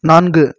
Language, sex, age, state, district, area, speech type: Tamil, male, 18-30, Tamil Nadu, Krishnagiri, rural, read